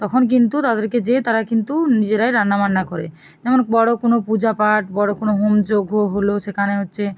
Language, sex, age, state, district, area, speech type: Bengali, female, 45-60, West Bengal, Bankura, urban, spontaneous